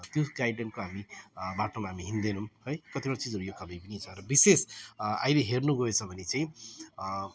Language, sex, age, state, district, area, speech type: Nepali, male, 30-45, West Bengal, Alipurduar, urban, spontaneous